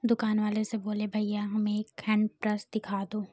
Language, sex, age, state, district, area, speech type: Hindi, female, 18-30, Uttar Pradesh, Ghazipur, rural, spontaneous